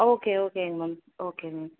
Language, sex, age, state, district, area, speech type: Tamil, female, 18-30, Tamil Nadu, Vellore, urban, conversation